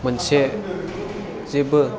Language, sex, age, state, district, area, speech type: Bodo, male, 30-45, Assam, Chirang, urban, spontaneous